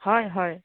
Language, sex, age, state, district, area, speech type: Assamese, female, 30-45, Assam, Biswanath, rural, conversation